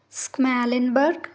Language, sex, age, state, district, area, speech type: Telugu, female, 18-30, Telangana, Bhadradri Kothagudem, rural, spontaneous